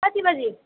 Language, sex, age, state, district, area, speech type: Nepali, female, 18-30, West Bengal, Alipurduar, urban, conversation